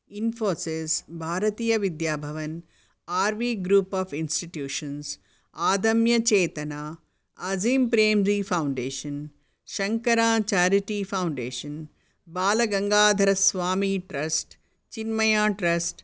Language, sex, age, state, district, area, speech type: Sanskrit, female, 60+, Karnataka, Bangalore Urban, urban, spontaneous